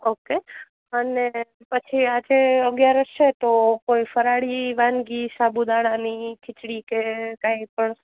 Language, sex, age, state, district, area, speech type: Gujarati, female, 30-45, Gujarat, Junagadh, urban, conversation